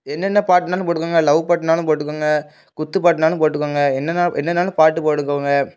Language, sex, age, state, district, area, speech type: Tamil, male, 18-30, Tamil Nadu, Thoothukudi, urban, spontaneous